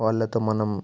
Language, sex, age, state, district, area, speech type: Telugu, male, 18-30, Telangana, Peddapalli, rural, spontaneous